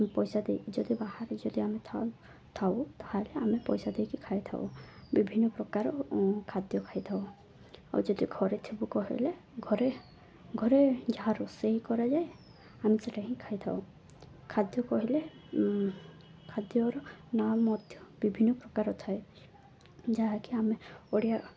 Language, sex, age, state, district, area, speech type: Odia, female, 18-30, Odisha, Koraput, urban, spontaneous